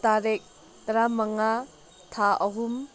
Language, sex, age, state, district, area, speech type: Manipuri, female, 18-30, Manipur, Senapati, rural, spontaneous